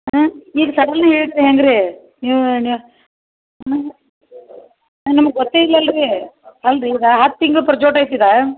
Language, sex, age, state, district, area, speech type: Kannada, female, 60+, Karnataka, Belgaum, urban, conversation